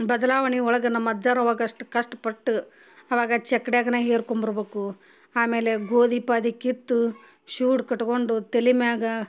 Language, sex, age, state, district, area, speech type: Kannada, female, 30-45, Karnataka, Gadag, rural, spontaneous